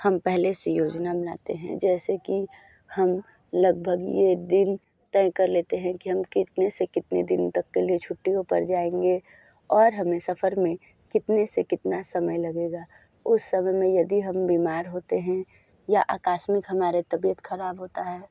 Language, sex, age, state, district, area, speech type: Hindi, female, 45-60, Uttar Pradesh, Sonbhadra, rural, spontaneous